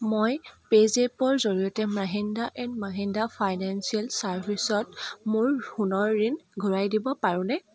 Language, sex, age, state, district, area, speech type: Assamese, female, 18-30, Assam, Dibrugarh, rural, read